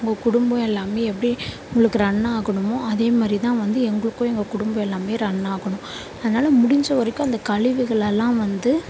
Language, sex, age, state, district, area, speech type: Tamil, female, 30-45, Tamil Nadu, Chennai, urban, spontaneous